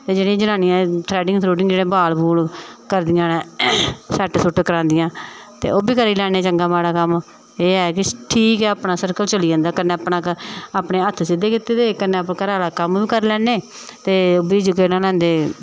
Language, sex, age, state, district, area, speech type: Dogri, female, 45-60, Jammu and Kashmir, Samba, rural, spontaneous